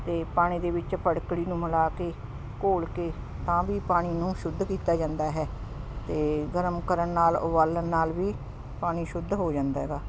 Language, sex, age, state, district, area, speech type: Punjabi, female, 60+, Punjab, Ludhiana, urban, spontaneous